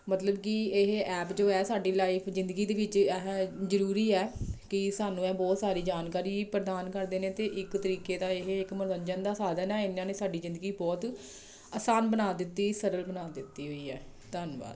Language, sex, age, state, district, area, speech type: Punjabi, female, 30-45, Punjab, Jalandhar, urban, spontaneous